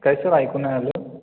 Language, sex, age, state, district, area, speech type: Marathi, male, 18-30, Maharashtra, Kolhapur, urban, conversation